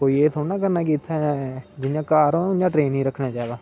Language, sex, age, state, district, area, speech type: Dogri, male, 18-30, Jammu and Kashmir, Samba, urban, spontaneous